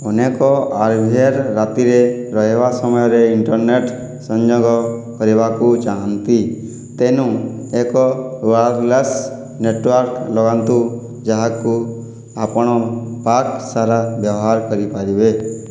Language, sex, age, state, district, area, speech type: Odia, male, 60+, Odisha, Boudh, rural, read